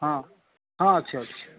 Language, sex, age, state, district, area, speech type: Odia, male, 18-30, Odisha, Ganjam, urban, conversation